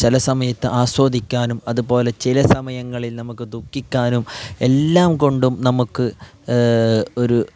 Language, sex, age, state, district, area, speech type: Malayalam, male, 18-30, Kerala, Kasaragod, urban, spontaneous